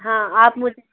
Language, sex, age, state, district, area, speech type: Hindi, female, 30-45, Madhya Pradesh, Bhopal, urban, conversation